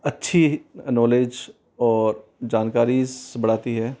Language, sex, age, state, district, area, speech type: Hindi, male, 30-45, Rajasthan, Jaipur, urban, spontaneous